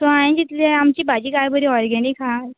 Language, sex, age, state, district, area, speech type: Goan Konkani, female, 18-30, Goa, Bardez, urban, conversation